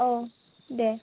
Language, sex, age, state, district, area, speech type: Bodo, female, 45-60, Assam, Chirang, rural, conversation